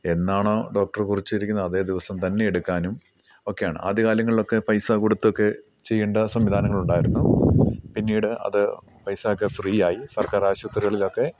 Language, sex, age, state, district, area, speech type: Malayalam, male, 45-60, Kerala, Idukki, rural, spontaneous